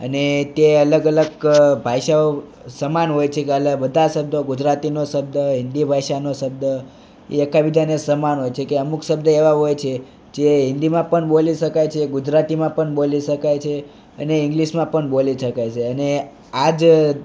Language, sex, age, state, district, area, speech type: Gujarati, male, 18-30, Gujarat, Surat, rural, spontaneous